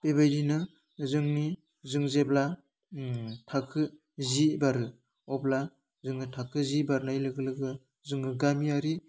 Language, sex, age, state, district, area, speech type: Bodo, male, 18-30, Assam, Udalguri, rural, spontaneous